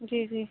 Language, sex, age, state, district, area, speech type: Hindi, female, 18-30, Madhya Pradesh, Seoni, urban, conversation